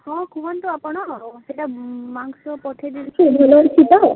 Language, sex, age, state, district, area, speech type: Odia, female, 18-30, Odisha, Malkangiri, urban, conversation